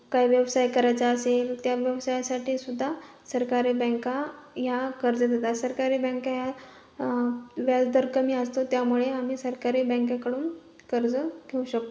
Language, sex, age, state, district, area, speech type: Marathi, female, 18-30, Maharashtra, Hingoli, urban, spontaneous